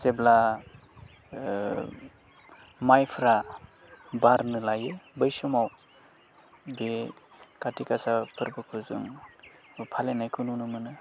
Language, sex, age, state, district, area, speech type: Bodo, male, 30-45, Assam, Udalguri, rural, spontaneous